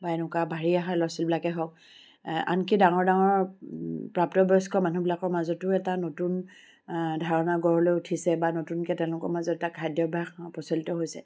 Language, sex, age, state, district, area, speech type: Assamese, female, 45-60, Assam, Charaideo, urban, spontaneous